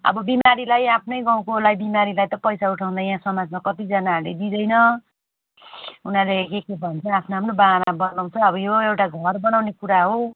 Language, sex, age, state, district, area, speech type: Nepali, female, 30-45, West Bengal, Kalimpong, rural, conversation